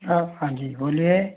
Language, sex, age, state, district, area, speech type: Hindi, male, 60+, Rajasthan, Jaipur, urban, conversation